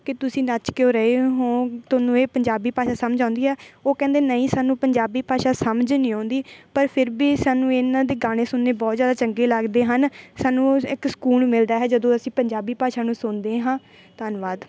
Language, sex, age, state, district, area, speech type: Punjabi, female, 18-30, Punjab, Bathinda, rural, spontaneous